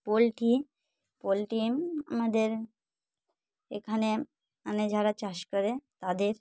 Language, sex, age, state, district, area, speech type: Bengali, female, 30-45, West Bengal, Dakshin Dinajpur, urban, spontaneous